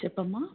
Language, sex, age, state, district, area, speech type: Telugu, female, 45-60, Telangana, Hyderabad, urban, conversation